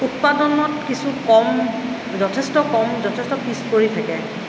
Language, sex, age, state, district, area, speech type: Assamese, female, 45-60, Assam, Tinsukia, rural, spontaneous